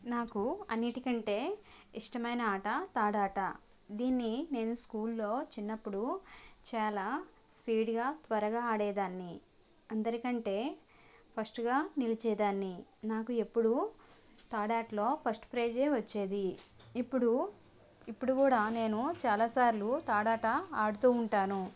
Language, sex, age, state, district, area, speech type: Telugu, female, 18-30, Andhra Pradesh, Konaseema, rural, spontaneous